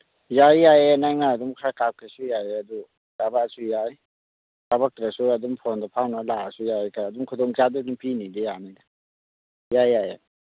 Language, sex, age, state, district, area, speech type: Manipuri, male, 30-45, Manipur, Churachandpur, rural, conversation